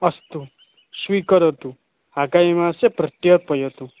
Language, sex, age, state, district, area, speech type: Sanskrit, male, 18-30, Odisha, Puri, rural, conversation